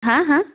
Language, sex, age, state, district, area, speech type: Bengali, female, 18-30, West Bengal, Darjeeling, urban, conversation